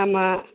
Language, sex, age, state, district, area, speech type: Tamil, female, 60+, Tamil Nadu, Nilgiris, rural, conversation